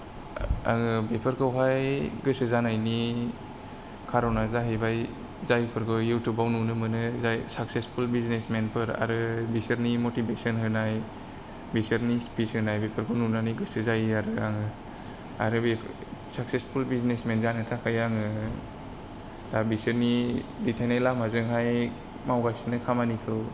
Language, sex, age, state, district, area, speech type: Bodo, male, 30-45, Assam, Kokrajhar, rural, spontaneous